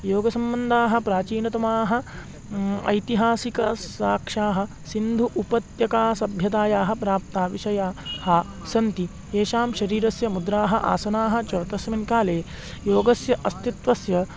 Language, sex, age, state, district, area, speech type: Sanskrit, male, 18-30, Maharashtra, Beed, urban, spontaneous